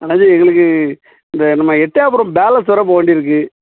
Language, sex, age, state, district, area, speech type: Tamil, male, 45-60, Tamil Nadu, Thoothukudi, rural, conversation